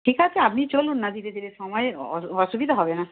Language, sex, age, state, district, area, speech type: Bengali, female, 60+, West Bengal, Hooghly, rural, conversation